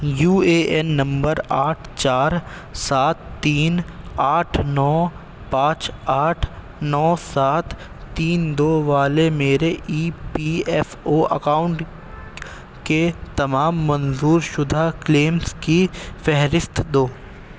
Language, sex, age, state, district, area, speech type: Urdu, male, 18-30, Delhi, East Delhi, urban, read